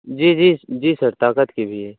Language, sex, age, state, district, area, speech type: Hindi, male, 30-45, Uttar Pradesh, Pratapgarh, rural, conversation